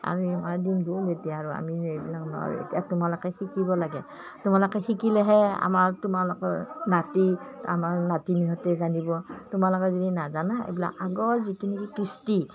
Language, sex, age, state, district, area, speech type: Assamese, female, 60+, Assam, Udalguri, rural, spontaneous